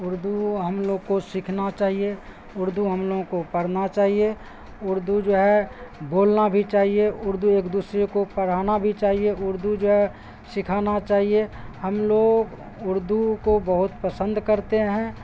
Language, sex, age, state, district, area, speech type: Urdu, male, 45-60, Bihar, Supaul, rural, spontaneous